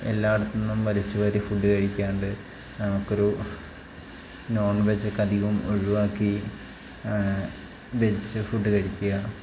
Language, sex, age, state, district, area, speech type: Malayalam, male, 30-45, Kerala, Wayanad, rural, spontaneous